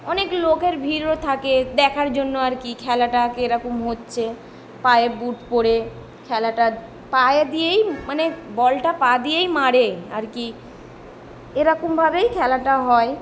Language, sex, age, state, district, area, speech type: Bengali, female, 18-30, West Bengal, Kolkata, urban, spontaneous